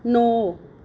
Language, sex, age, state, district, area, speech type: Dogri, female, 30-45, Jammu and Kashmir, Reasi, urban, read